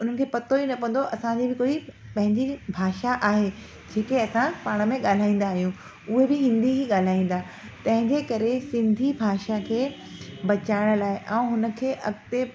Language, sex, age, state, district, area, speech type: Sindhi, female, 30-45, Delhi, South Delhi, urban, spontaneous